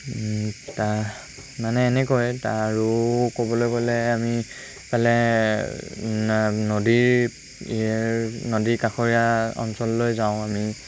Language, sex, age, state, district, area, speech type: Assamese, male, 18-30, Assam, Lakhimpur, rural, spontaneous